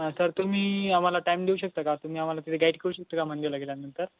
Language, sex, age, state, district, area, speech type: Marathi, male, 18-30, Maharashtra, Yavatmal, rural, conversation